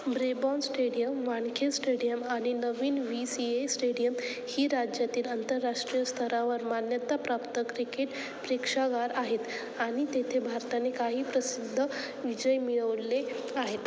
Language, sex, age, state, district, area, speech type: Marathi, female, 18-30, Maharashtra, Ahmednagar, urban, read